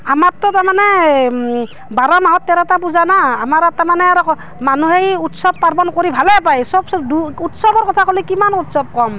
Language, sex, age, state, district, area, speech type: Assamese, female, 30-45, Assam, Barpeta, rural, spontaneous